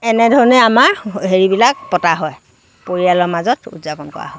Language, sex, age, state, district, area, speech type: Assamese, female, 60+, Assam, Lakhimpur, rural, spontaneous